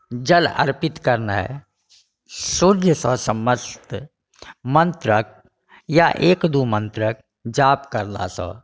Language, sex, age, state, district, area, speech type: Maithili, male, 45-60, Bihar, Saharsa, rural, spontaneous